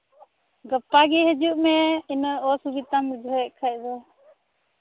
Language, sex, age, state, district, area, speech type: Santali, female, 18-30, Jharkhand, Pakur, rural, conversation